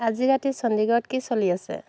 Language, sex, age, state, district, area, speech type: Assamese, female, 30-45, Assam, Dhemaji, urban, read